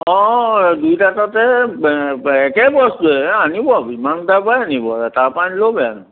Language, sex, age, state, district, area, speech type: Assamese, male, 60+, Assam, Majuli, urban, conversation